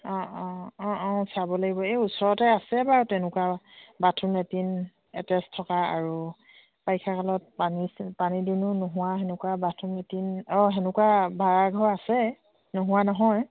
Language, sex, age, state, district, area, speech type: Assamese, female, 45-60, Assam, Dibrugarh, rural, conversation